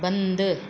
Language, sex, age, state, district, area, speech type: Sindhi, female, 30-45, Gujarat, Ahmedabad, urban, read